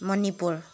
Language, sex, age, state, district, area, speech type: Assamese, female, 18-30, Assam, Dibrugarh, urban, spontaneous